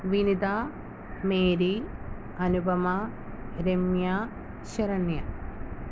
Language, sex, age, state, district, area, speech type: Malayalam, female, 30-45, Kerala, Alappuzha, rural, spontaneous